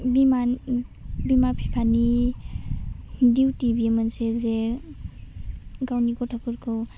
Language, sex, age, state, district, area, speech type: Bodo, female, 18-30, Assam, Udalguri, urban, spontaneous